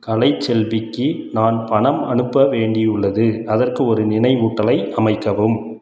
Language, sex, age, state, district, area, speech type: Tamil, male, 30-45, Tamil Nadu, Krishnagiri, rural, read